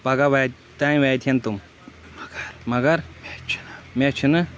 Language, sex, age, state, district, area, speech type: Kashmiri, male, 18-30, Jammu and Kashmir, Shopian, rural, spontaneous